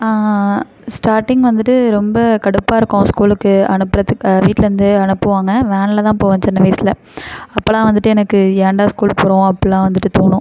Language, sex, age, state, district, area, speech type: Tamil, female, 30-45, Tamil Nadu, Ariyalur, rural, spontaneous